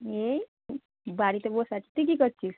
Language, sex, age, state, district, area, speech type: Bengali, female, 30-45, West Bengal, North 24 Parganas, urban, conversation